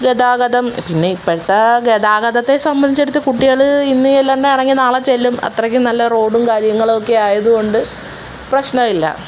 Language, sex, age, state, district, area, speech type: Malayalam, female, 18-30, Kerala, Kollam, urban, spontaneous